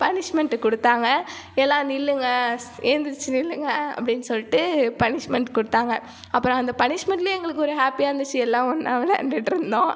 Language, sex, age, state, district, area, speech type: Tamil, female, 30-45, Tamil Nadu, Ariyalur, rural, spontaneous